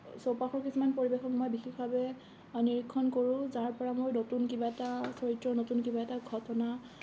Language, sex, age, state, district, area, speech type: Assamese, female, 18-30, Assam, Kamrup Metropolitan, rural, spontaneous